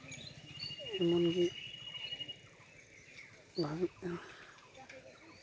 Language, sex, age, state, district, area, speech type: Santali, male, 18-30, West Bengal, Uttar Dinajpur, rural, spontaneous